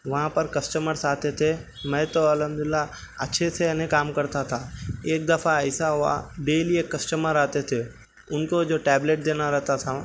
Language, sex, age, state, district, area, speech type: Urdu, male, 18-30, Telangana, Hyderabad, urban, spontaneous